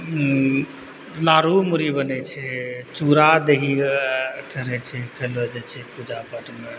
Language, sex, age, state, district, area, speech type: Maithili, male, 30-45, Bihar, Purnia, rural, spontaneous